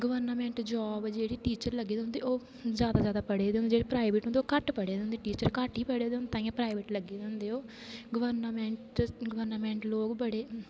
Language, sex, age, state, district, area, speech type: Dogri, female, 18-30, Jammu and Kashmir, Kathua, rural, spontaneous